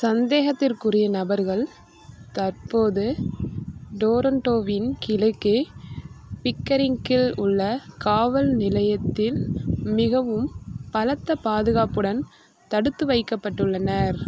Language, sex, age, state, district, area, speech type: Tamil, female, 30-45, Tamil Nadu, Mayiladuthurai, rural, read